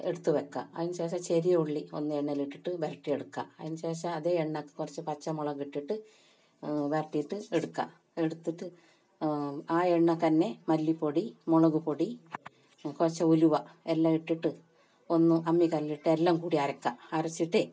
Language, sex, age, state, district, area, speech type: Malayalam, female, 45-60, Kerala, Kasaragod, rural, spontaneous